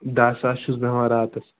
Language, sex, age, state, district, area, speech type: Kashmiri, male, 45-60, Jammu and Kashmir, Ganderbal, rural, conversation